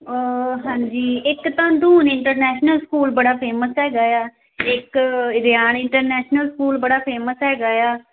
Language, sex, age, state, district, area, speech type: Punjabi, female, 18-30, Punjab, Amritsar, rural, conversation